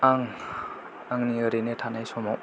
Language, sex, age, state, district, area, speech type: Bodo, male, 18-30, Assam, Kokrajhar, urban, spontaneous